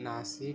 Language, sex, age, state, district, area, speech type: Marathi, male, 30-45, Maharashtra, Thane, urban, spontaneous